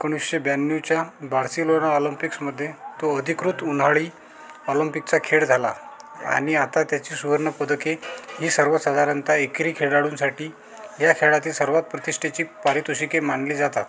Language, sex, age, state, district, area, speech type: Marathi, male, 30-45, Maharashtra, Amravati, rural, read